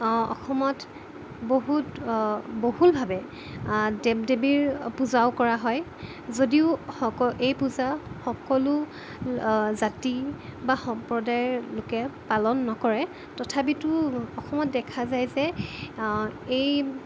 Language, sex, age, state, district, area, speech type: Assamese, female, 18-30, Assam, Jorhat, urban, spontaneous